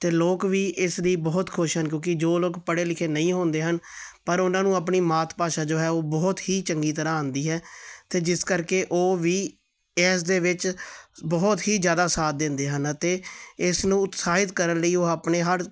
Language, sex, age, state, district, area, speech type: Punjabi, male, 30-45, Punjab, Tarn Taran, urban, spontaneous